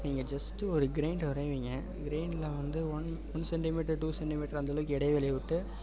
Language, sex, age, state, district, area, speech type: Tamil, male, 18-30, Tamil Nadu, Perambalur, urban, spontaneous